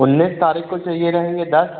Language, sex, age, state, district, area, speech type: Hindi, male, 18-30, Madhya Pradesh, Jabalpur, urban, conversation